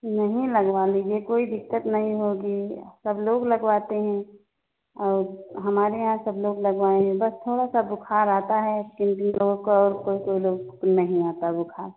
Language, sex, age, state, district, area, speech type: Hindi, female, 45-60, Uttar Pradesh, Ayodhya, rural, conversation